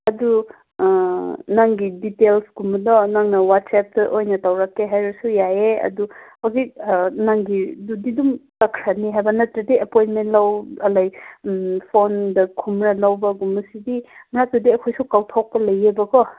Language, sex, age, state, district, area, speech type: Manipuri, female, 18-30, Manipur, Kangpokpi, urban, conversation